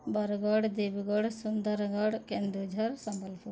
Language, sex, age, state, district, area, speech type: Odia, female, 30-45, Odisha, Bargarh, urban, spontaneous